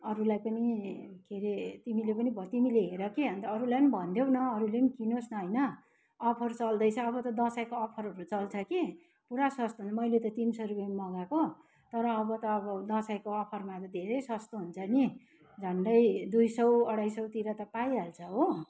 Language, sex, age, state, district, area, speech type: Nepali, male, 60+, West Bengal, Kalimpong, rural, spontaneous